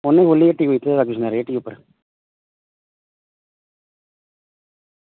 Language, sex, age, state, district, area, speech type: Dogri, male, 60+, Jammu and Kashmir, Reasi, rural, conversation